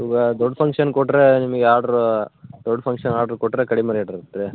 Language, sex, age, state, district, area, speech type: Kannada, male, 45-60, Karnataka, Raichur, rural, conversation